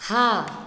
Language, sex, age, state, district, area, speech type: Hindi, female, 30-45, Bihar, Vaishali, rural, read